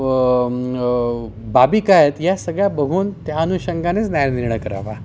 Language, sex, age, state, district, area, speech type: Marathi, male, 30-45, Maharashtra, Yavatmal, urban, spontaneous